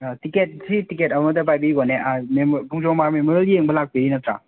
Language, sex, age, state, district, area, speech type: Manipuri, male, 30-45, Manipur, Imphal West, urban, conversation